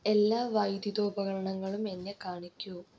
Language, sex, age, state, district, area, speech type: Malayalam, female, 18-30, Kerala, Kozhikode, rural, read